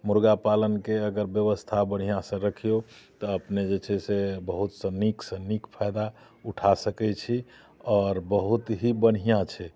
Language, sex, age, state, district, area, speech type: Maithili, male, 45-60, Bihar, Muzaffarpur, rural, spontaneous